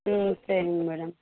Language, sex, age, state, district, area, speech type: Tamil, female, 30-45, Tamil Nadu, Vellore, urban, conversation